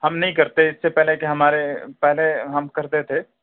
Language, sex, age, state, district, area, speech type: Urdu, male, 45-60, Delhi, Central Delhi, urban, conversation